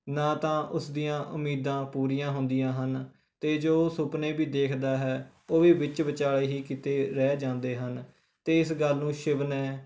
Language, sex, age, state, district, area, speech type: Punjabi, male, 18-30, Punjab, Rupnagar, rural, spontaneous